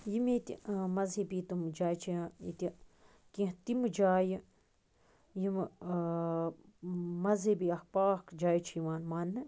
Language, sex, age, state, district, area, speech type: Kashmiri, female, 30-45, Jammu and Kashmir, Baramulla, rural, spontaneous